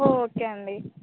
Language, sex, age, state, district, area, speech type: Telugu, female, 18-30, Telangana, Bhadradri Kothagudem, rural, conversation